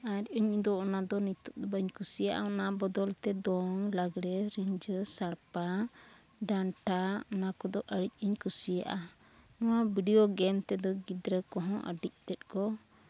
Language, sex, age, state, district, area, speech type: Santali, female, 45-60, Jharkhand, East Singhbhum, rural, spontaneous